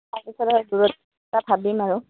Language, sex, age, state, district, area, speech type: Assamese, female, 30-45, Assam, Goalpara, rural, conversation